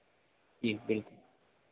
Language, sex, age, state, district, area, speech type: Hindi, male, 30-45, Madhya Pradesh, Harda, urban, conversation